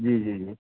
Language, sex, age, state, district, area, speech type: Urdu, male, 45-60, Uttar Pradesh, Rampur, urban, conversation